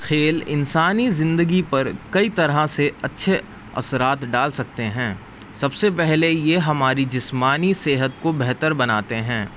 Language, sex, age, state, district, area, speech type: Urdu, male, 18-30, Uttar Pradesh, Rampur, urban, spontaneous